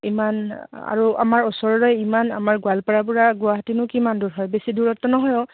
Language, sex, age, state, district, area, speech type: Assamese, female, 30-45, Assam, Goalpara, urban, conversation